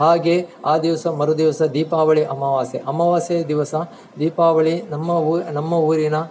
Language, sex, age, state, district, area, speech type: Kannada, male, 45-60, Karnataka, Dakshina Kannada, rural, spontaneous